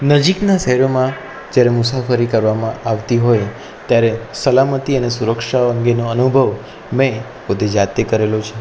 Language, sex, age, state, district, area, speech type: Gujarati, male, 30-45, Gujarat, Anand, urban, spontaneous